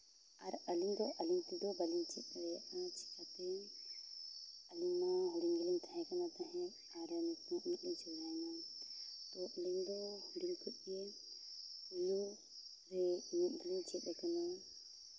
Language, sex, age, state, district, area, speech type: Santali, female, 18-30, Jharkhand, Seraikela Kharsawan, rural, spontaneous